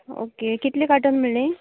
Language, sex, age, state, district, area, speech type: Goan Konkani, female, 18-30, Goa, Canacona, rural, conversation